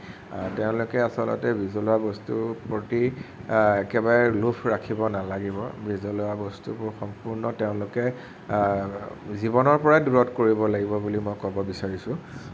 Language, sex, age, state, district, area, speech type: Assamese, male, 18-30, Assam, Nagaon, rural, spontaneous